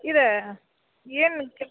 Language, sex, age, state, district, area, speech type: Kannada, female, 60+, Karnataka, Belgaum, rural, conversation